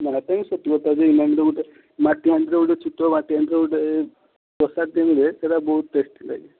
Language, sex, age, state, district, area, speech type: Odia, male, 18-30, Odisha, Balasore, rural, conversation